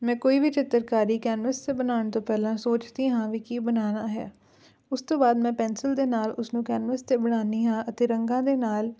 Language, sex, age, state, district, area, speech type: Punjabi, female, 18-30, Punjab, Fatehgarh Sahib, urban, spontaneous